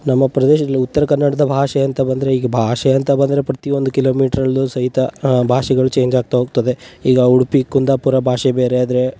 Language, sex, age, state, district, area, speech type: Kannada, male, 18-30, Karnataka, Uttara Kannada, rural, spontaneous